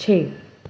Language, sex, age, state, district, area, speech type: Urdu, female, 18-30, Uttar Pradesh, Ghaziabad, urban, read